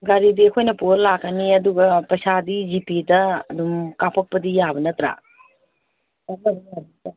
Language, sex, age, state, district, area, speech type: Manipuri, female, 60+, Manipur, Kangpokpi, urban, conversation